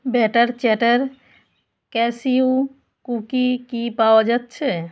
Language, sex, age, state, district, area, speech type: Bengali, female, 45-60, West Bengal, South 24 Parganas, rural, read